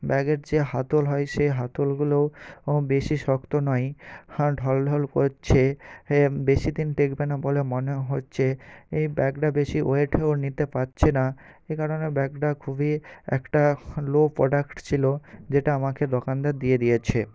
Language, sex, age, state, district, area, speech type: Bengali, male, 45-60, West Bengal, Jhargram, rural, spontaneous